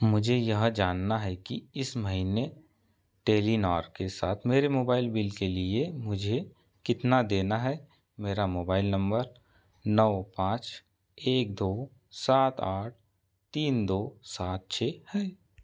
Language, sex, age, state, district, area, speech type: Hindi, male, 30-45, Madhya Pradesh, Seoni, rural, read